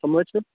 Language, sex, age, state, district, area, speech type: Kashmiri, male, 30-45, Jammu and Kashmir, Bandipora, rural, conversation